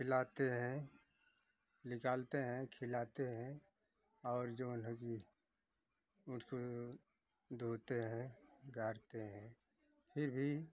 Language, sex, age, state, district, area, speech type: Hindi, male, 60+, Uttar Pradesh, Ghazipur, rural, spontaneous